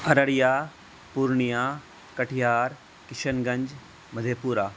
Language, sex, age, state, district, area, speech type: Urdu, male, 18-30, Bihar, Araria, rural, spontaneous